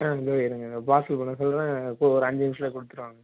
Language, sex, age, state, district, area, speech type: Tamil, male, 18-30, Tamil Nadu, Nagapattinam, rural, conversation